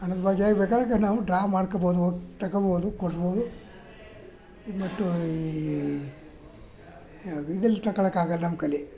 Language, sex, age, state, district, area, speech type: Kannada, male, 60+, Karnataka, Mysore, urban, spontaneous